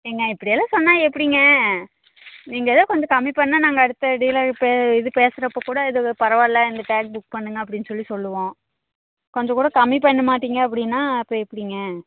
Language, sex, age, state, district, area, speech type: Tamil, female, 30-45, Tamil Nadu, Namakkal, rural, conversation